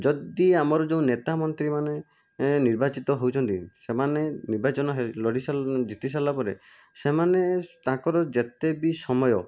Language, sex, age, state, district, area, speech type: Odia, male, 60+, Odisha, Jajpur, rural, spontaneous